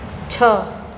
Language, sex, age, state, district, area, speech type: Gujarati, female, 45-60, Gujarat, Surat, urban, read